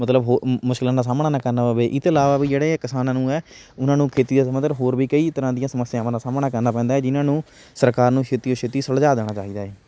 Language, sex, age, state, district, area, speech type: Punjabi, male, 60+, Punjab, Shaheed Bhagat Singh Nagar, urban, spontaneous